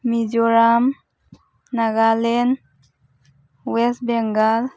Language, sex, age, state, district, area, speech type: Manipuri, female, 18-30, Manipur, Thoubal, rural, spontaneous